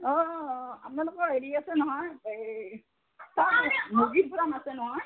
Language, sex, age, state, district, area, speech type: Assamese, female, 60+, Assam, Udalguri, rural, conversation